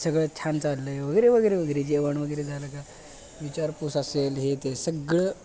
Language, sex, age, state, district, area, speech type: Marathi, male, 18-30, Maharashtra, Sangli, urban, spontaneous